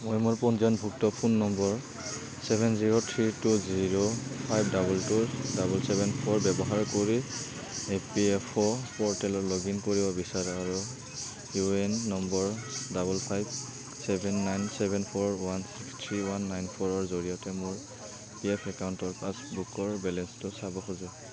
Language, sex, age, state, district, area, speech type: Assamese, male, 18-30, Assam, Kamrup Metropolitan, rural, read